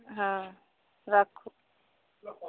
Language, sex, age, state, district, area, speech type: Maithili, female, 18-30, Bihar, Samastipur, rural, conversation